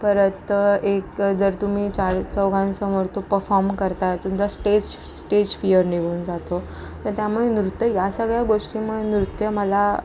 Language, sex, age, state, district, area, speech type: Marathi, female, 18-30, Maharashtra, Ratnagiri, urban, spontaneous